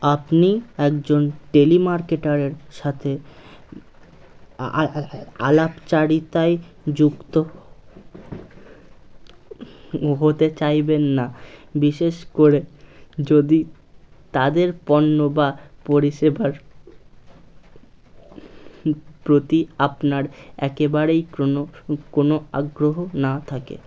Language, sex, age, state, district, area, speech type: Bengali, male, 18-30, West Bengal, Birbhum, urban, read